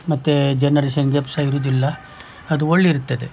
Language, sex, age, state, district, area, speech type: Kannada, male, 60+, Karnataka, Udupi, rural, spontaneous